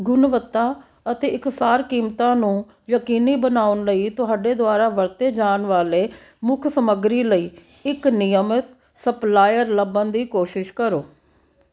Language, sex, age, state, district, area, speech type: Punjabi, female, 45-60, Punjab, Amritsar, urban, read